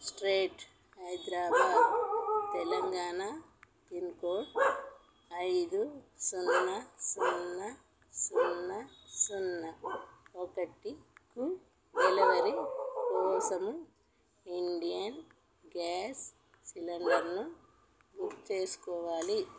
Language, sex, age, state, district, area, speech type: Telugu, female, 45-60, Telangana, Peddapalli, rural, read